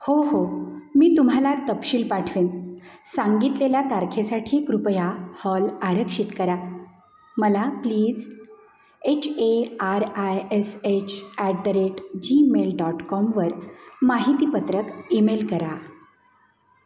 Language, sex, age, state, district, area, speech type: Marathi, female, 45-60, Maharashtra, Satara, urban, read